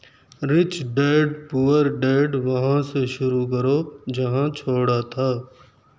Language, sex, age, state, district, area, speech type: Urdu, male, 45-60, Delhi, Central Delhi, urban, read